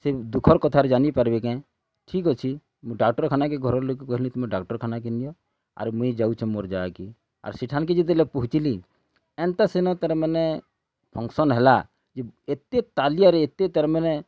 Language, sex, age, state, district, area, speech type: Odia, male, 30-45, Odisha, Bargarh, rural, spontaneous